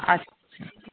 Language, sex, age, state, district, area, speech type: Urdu, female, 30-45, Uttar Pradesh, Rampur, urban, conversation